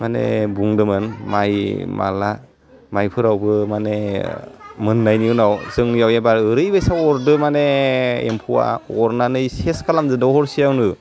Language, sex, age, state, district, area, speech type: Bodo, male, 30-45, Assam, Udalguri, rural, spontaneous